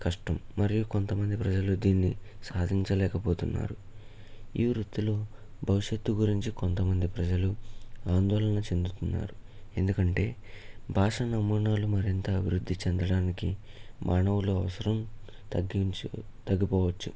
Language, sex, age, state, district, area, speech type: Telugu, male, 18-30, Andhra Pradesh, Eluru, urban, spontaneous